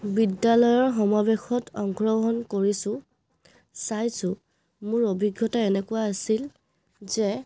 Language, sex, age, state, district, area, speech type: Assamese, female, 30-45, Assam, Charaideo, urban, spontaneous